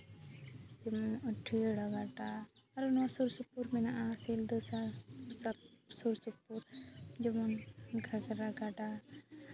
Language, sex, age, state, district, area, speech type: Santali, female, 18-30, West Bengal, Jhargram, rural, spontaneous